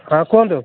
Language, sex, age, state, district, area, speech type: Odia, male, 60+, Odisha, Gajapati, rural, conversation